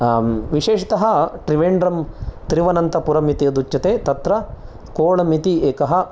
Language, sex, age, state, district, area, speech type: Sanskrit, male, 30-45, Karnataka, Chikkamagaluru, urban, spontaneous